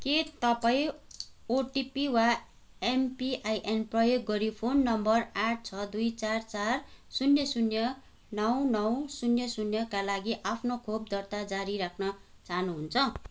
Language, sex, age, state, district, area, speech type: Nepali, female, 45-60, West Bengal, Kalimpong, rural, read